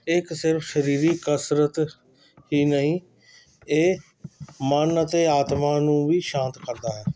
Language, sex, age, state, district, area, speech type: Punjabi, male, 45-60, Punjab, Hoshiarpur, urban, spontaneous